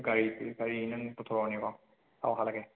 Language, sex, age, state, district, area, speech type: Manipuri, male, 30-45, Manipur, Imphal West, urban, conversation